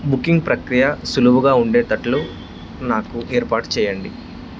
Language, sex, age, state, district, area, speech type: Telugu, male, 18-30, Telangana, Karimnagar, rural, spontaneous